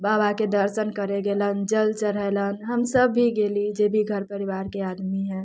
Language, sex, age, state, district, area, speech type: Maithili, female, 18-30, Bihar, Muzaffarpur, rural, spontaneous